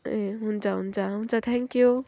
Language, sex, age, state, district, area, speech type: Nepali, female, 18-30, West Bengal, Kalimpong, rural, spontaneous